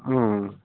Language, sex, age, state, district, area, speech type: Telugu, male, 60+, Andhra Pradesh, Guntur, urban, conversation